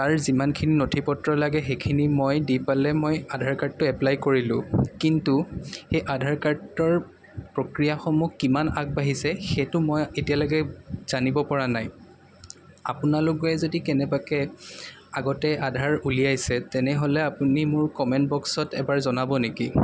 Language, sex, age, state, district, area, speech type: Assamese, male, 18-30, Assam, Jorhat, urban, spontaneous